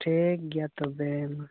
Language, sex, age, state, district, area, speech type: Santali, male, 18-30, Jharkhand, Pakur, rural, conversation